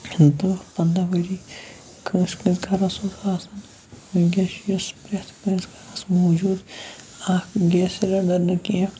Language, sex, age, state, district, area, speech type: Kashmiri, male, 18-30, Jammu and Kashmir, Shopian, rural, spontaneous